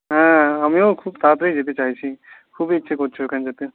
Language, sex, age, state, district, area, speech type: Bengali, male, 18-30, West Bengal, Purulia, urban, conversation